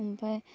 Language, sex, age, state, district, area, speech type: Bodo, female, 18-30, Assam, Udalguri, urban, spontaneous